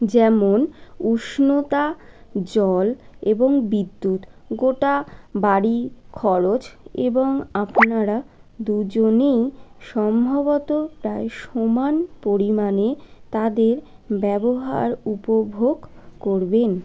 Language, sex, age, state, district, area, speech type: Bengali, female, 18-30, West Bengal, Birbhum, urban, read